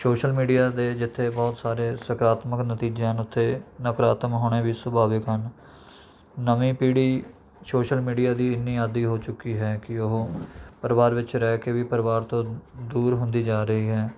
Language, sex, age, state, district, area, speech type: Punjabi, male, 18-30, Punjab, Rupnagar, rural, spontaneous